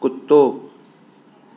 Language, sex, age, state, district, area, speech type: Sindhi, male, 45-60, Maharashtra, Mumbai Suburban, urban, read